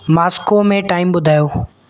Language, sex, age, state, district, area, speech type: Sindhi, male, 18-30, Madhya Pradesh, Katni, rural, read